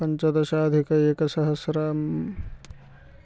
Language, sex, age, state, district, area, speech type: Sanskrit, male, 60+, Karnataka, Shimoga, rural, spontaneous